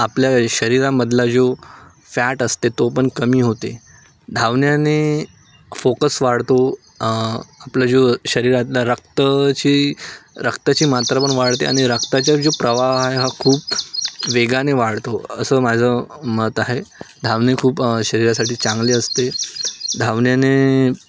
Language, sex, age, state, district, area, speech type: Marathi, male, 18-30, Maharashtra, Nagpur, rural, spontaneous